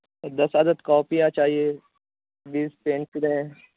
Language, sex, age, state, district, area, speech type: Urdu, male, 18-30, Bihar, Purnia, rural, conversation